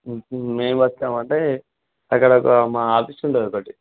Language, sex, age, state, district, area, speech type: Telugu, male, 18-30, Telangana, Vikarabad, rural, conversation